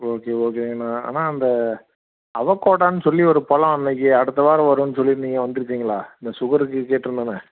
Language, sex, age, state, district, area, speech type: Tamil, male, 30-45, Tamil Nadu, Salem, urban, conversation